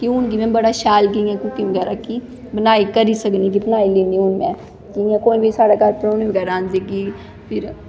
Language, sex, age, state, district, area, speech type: Dogri, female, 18-30, Jammu and Kashmir, Kathua, rural, spontaneous